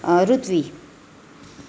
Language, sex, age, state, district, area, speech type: Gujarati, female, 30-45, Gujarat, Surat, urban, spontaneous